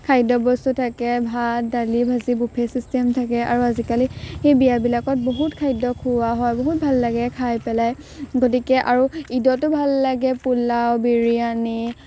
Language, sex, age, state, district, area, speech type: Assamese, female, 18-30, Assam, Morigaon, rural, spontaneous